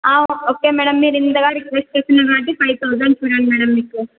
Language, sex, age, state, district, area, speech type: Telugu, female, 18-30, Andhra Pradesh, Anantapur, urban, conversation